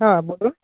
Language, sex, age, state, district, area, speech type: Bengali, male, 30-45, West Bengal, Paschim Medinipur, rural, conversation